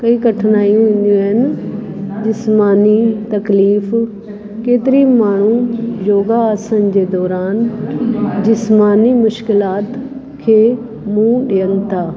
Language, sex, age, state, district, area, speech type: Sindhi, female, 45-60, Delhi, South Delhi, urban, spontaneous